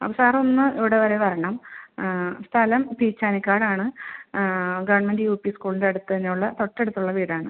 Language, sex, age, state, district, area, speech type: Malayalam, female, 45-60, Kerala, Ernakulam, urban, conversation